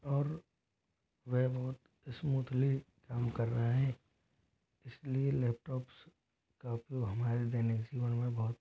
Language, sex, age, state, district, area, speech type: Hindi, male, 18-30, Rajasthan, Jodhpur, rural, spontaneous